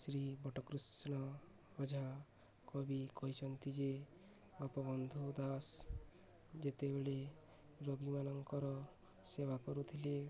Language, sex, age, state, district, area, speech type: Odia, male, 18-30, Odisha, Subarnapur, urban, spontaneous